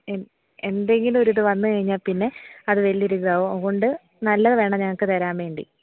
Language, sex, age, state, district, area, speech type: Malayalam, female, 18-30, Kerala, Alappuzha, rural, conversation